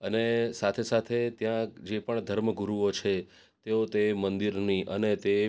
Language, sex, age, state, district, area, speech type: Gujarati, male, 30-45, Gujarat, Surat, urban, spontaneous